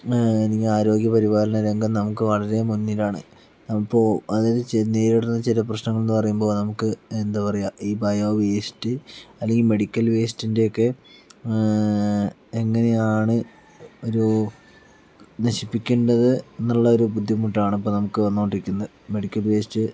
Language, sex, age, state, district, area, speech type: Malayalam, male, 60+, Kerala, Palakkad, rural, spontaneous